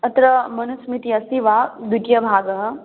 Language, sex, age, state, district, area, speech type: Sanskrit, female, 18-30, Manipur, Kangpokpi, rural, conversation